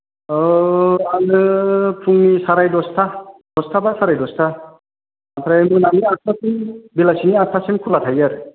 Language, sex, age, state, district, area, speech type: Bodo, male, 30-45, Assam, Chirang, urban, conversation